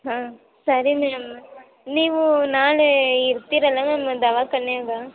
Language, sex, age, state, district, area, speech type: Kannada, female, 18-30, Karnataka, Gadag, rural, conversation